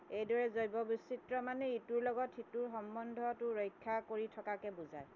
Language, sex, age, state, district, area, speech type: Assamese, female, 45-60, Assam, Tinsukia, urban, spontaneous